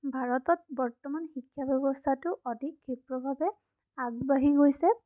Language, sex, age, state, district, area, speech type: Assamese, female, 18-30, Assam, Sonitpur, rural, spontaneous